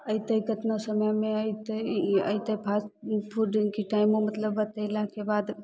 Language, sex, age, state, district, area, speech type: Maithili, female, 18-30, Bihar, Begusarai, urban, spontaneous